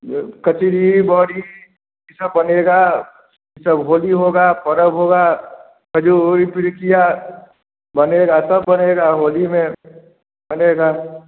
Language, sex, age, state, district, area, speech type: Hindi, male, 45-60, Bihar, Samastipur, rural, conversation